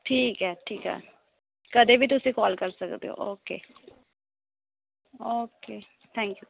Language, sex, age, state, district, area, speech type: Punjabi, female, 30-45, Punjab, Shaheed Bhagat Singh Nagar, rural, conversation